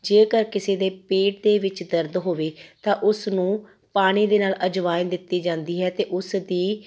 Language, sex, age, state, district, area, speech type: Punjabi, female, 30-45, Punjab, Tarn Taran, rural, spontaneous